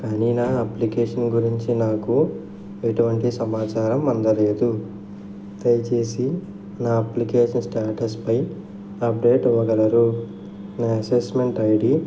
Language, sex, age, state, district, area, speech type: Telugu, male, 18-30, Andhra Pradesh, N T Rama Rao, urban, spontaneous